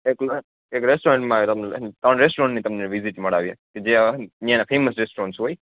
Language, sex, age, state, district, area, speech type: Gujarati, male, 18-30, Gujarat, Junagadh, urban, conversation